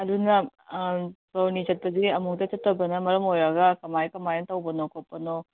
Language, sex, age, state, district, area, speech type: Manipuri, female, 30-45, Manipur, Imphal East, rural, conversation